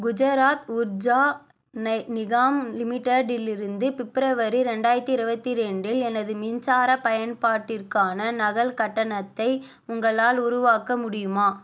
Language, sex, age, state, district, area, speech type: Tamil, female, 18-30, Tamil Nadu, Vellore, urban, read